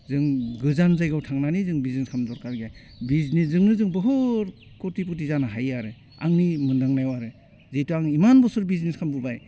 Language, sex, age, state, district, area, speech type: Bodo, male, 60+, Assam, Udalguri, urban, spontaneous